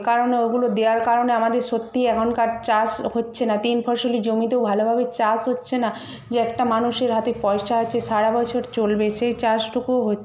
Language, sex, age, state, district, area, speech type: Bengali, female, 60+, West Bengal, Jhargram, rural, spontaneous